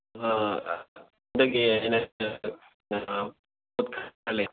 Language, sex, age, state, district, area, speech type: Manipuri, male, 18-30, Manipur, Bishnupur, rural, conversation